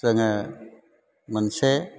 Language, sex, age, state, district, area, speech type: Bodo, male, 45-60, Assam, Chirang, urban, spontaneous